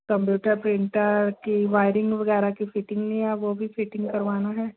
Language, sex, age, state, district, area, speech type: Hindi, female, 60+, Madhya Pradesh, Jabalpur, urban, conversation